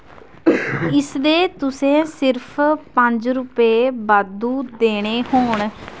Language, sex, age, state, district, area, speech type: Dogri, female, 18-30, Jammu and Kashmir, Kathua, rural, read